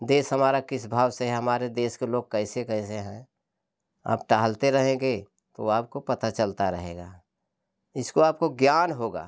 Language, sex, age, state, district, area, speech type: Hindi, male, 60+, Uttar Pradesh, Jaunpur, rural, spontaneous